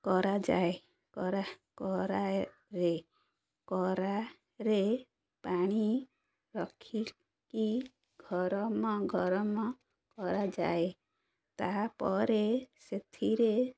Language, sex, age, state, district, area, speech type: Odia, female, 30-45, Odisha, Ganjam, urban, spontaneous